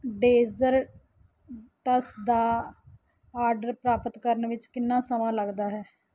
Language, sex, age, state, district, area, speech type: Punjabi, female, 30-45, Punjab, Mansa, urban, read